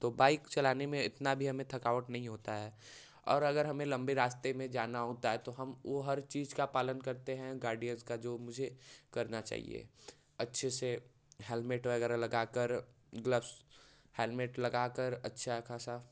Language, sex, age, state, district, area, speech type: Hindi, male, 18-30, Uttar Pradesh, Varanasi, rural, spontaneous